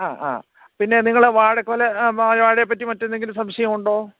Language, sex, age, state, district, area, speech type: Malayalam, male, 30-45, Kerala, Kottayam, rural, conversation